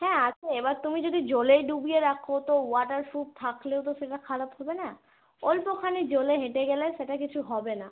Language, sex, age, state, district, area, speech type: Bengali, female, 18-30, West Bengal, Malda, urban, conversation